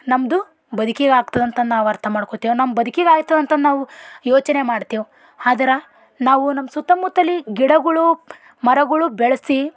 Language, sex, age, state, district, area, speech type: Kannada, female, 30-45, Karnataka, Bidar, rural, spontaneous